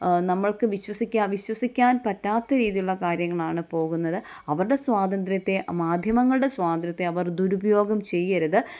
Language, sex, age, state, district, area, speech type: Malayalam, female, 30-45, Kerala, Kottayam, rural, spontaneous